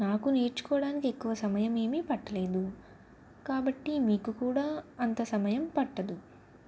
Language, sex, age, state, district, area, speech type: Telugu, female, 18-30, Telangana, Sangareddy, urban, spontaneous